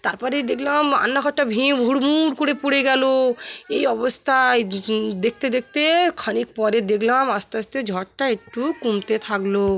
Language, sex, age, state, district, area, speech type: Bengali, female, 45-60, West Bengal, Dakshin Dinajpur, urban, spontaneous